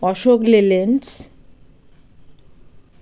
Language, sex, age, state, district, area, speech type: Bengali, female, 30-45, West Bengal, Birbhum, urban, spontaneous